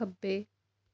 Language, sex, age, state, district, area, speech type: Punjabi, female, 18-30, Punjab, Pathankot, urban, read